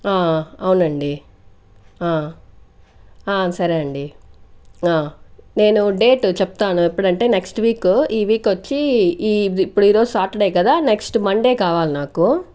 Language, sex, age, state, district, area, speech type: Telugu, female, 18-30, Andhra Pradesh, Chittoor, urban, spontaneous